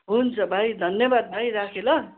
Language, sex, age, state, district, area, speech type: Nepali, female, 60+, West Bengal, Kalimpong, rural, conversation